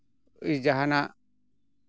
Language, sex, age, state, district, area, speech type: Santali, male, 45-60, West Bengal, Malda, rural, spontaneous